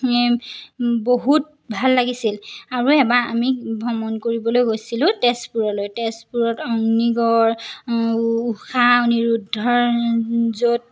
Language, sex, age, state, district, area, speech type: Assamese, female, 18-30, Assam, Majuli, urban, spontaneous